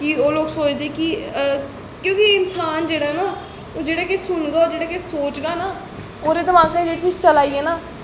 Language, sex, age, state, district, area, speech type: Dogri, female, 18-30, Jammu and Kashmir, Jammu, rural, spontaneous